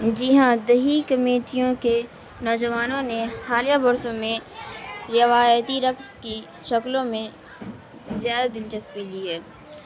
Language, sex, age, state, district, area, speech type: Urdu, female, 18-30, Bihar, Madhubani, rural, spontaneous